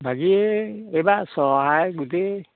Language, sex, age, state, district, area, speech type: Assamese, male, 60+, Assam, Majuli, urban, conversation